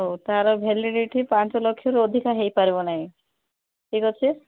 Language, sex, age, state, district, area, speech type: Odia, female, 30-45, Odisha, Nabarangpur, urban, conversation